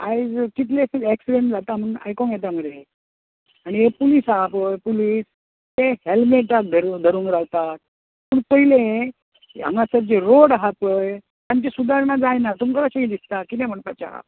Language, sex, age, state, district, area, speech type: Goan Konkani, male, 60+, Goa, Bardez, urban, conversation